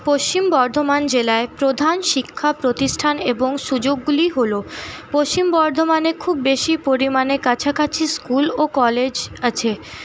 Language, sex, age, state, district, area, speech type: Bengali, female, 30-45, West Bengal, Paschim Bardhaman, urban, spontaneous